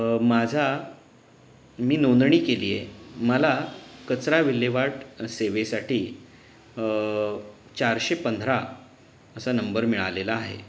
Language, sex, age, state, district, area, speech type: Marathi, male, 30-45, Maharashtra, Ratnagiri, urban, spontaneous